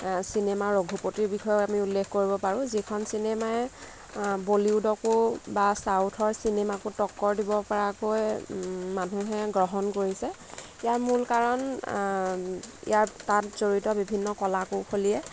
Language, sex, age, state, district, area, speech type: Assamese, female, 18-30, Assam, Lakhimpur, rural, spontaneous